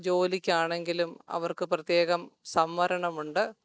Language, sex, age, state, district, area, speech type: Malayalam, female, 45-60, Kerala, Kottayam, urban, spontaneous